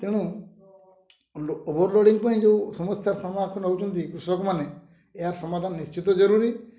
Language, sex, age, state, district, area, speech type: Odia, male, 45-60, Odisha, Mayurbhanj, rural, spontaneous